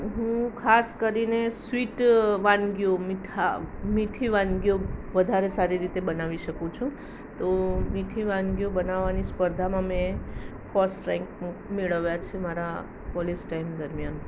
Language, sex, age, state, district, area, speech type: Gujarati, female, 30-45, Gujarat, Ahmedabad, urban, spontaneous